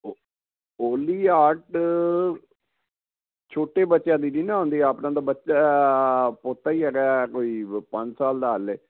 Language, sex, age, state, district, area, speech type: Punjabi, male, 60+, Punjab, Fazilka, rural, conversation